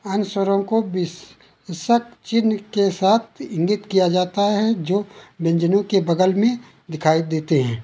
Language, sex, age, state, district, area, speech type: Hindi, male, 60+, Uttar Pradesh, Ayodhya, rural, read